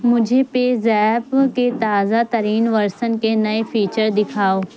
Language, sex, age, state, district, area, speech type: Urdu, female, 30-45, Uttar Pradesh, Lucknow, rural, read